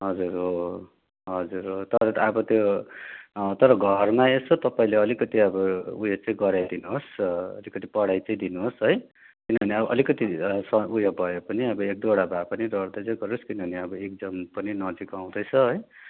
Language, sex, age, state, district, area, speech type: Nepali, male, 30-45, West Bengal, Darjeeling, rural, conversation